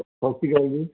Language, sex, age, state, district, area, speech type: Punjabi, male, 45-60, Punjab, Amritsar, urban, conversation